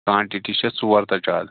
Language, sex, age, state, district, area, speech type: Kashmiri, male, 18-30, Jammu and Kashmir, Pulwama, rural, conversation